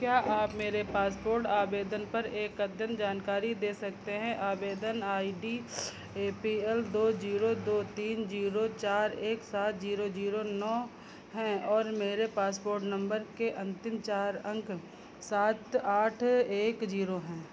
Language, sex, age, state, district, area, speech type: Hindi, female, 45-60, Uttar Pradesh, Sitapur, rural, read